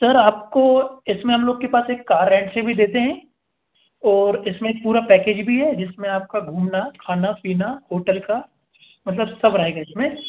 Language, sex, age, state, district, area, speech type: Hindi, male, 18-30, Madhya Pradesh, Bhopal, urban, conversation